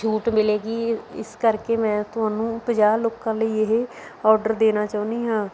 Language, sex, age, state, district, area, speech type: Punjabi, female, 30-45, Punjab, Bathinda, rural, spontaneous